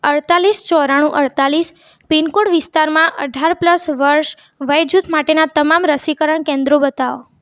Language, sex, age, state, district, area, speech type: Gujarati, female, 18-30, Gujarat, Mehsana, rural, read